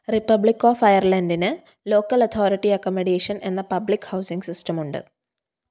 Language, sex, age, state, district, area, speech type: Malayalam, female, 18-30, Kerala, Pathanamthitta, rural, read